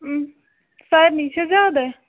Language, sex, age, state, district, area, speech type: Kashmiri, female, 30-45, Jammu and Kashmir, Budgam, rural, conversation